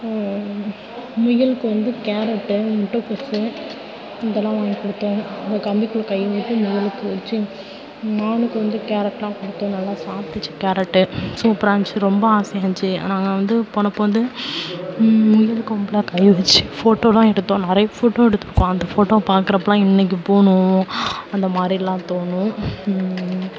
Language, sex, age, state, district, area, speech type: Tamil, female, 18-30, Tamil Nadu, Tiruvarur, rural, spontaneous